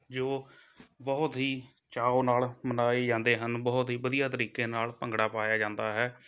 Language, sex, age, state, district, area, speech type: Punjabi, male, 30-45, Punjab, Shaheed Bhagat Singh Nagar, rural, spontaneous